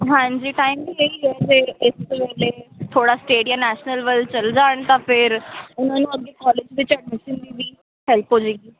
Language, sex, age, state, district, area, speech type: Punjabi, female, 18-30, Punjab, Ludhiana, urban, conversation